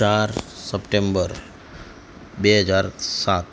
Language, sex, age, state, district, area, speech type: Gujarati, male, 45-60, Gujarat, Ahmedabad, urban, spontaneous